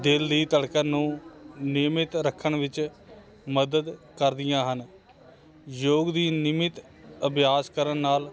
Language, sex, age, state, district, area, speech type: Punjabi, male, 30-45, Punjab, Hoshiarpur, urban, spontaneous